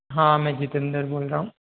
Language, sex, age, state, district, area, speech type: Hindi, male, 18-30, Rajasthan, Jodhpur, urban, conversation